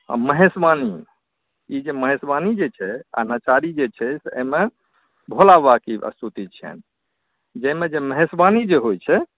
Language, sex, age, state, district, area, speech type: Maithili, male, 45-60, Bihar, Supaul, urban, conversation